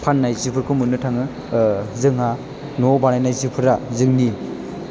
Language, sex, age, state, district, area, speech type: Bodo, male, 18-30, Assam, Chirang, urban, spontaneous